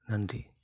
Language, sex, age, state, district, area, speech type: Tamil, male, 30-45, Tamil Nadu, Salem, urban, spontaneous